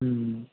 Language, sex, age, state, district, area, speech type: Maithili, male, 45-60, Bihar, Supaul, rural, conversation